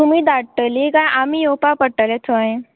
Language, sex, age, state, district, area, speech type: Goan Konkani, female, 18-30, Goa, Murmgao, rural, conversation